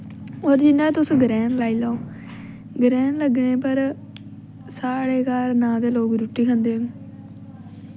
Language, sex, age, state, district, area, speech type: Dogri, female, 18-30, Jammu and Kashmir, Jammu, rural, spontaneous